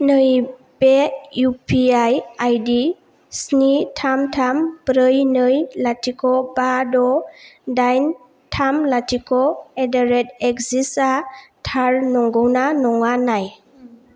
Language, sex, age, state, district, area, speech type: Bodo, female, 18-30, Assam, Chirang, urban, read